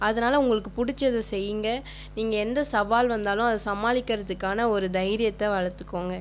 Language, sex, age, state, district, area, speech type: Tamil, female, 30-45, Tamil Nadu, Viluppuram, rural, spontaneous